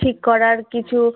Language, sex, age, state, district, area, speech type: Bengali, female, 18-30, West Bengal, Uttar Dinajpur, urban, conversation